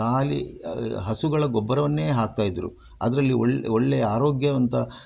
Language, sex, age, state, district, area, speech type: Kannada, male, 60+, Karnataka, Udupi, rural, spontaneous